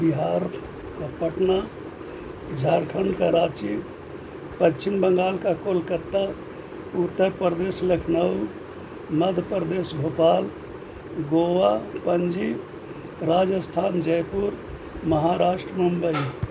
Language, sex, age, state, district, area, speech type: Urdu, male, 60+, Bihar, Gaya, urban, spontaneous